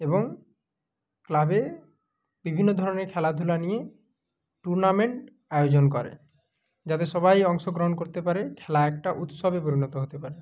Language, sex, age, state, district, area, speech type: Bengali, male, 30-45, West Bengal, Purba Medinipur, rural, spontaneous